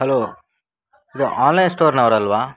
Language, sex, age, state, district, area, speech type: Kannada, male, 60+, Karnataka, Udupi, rural, spontaneous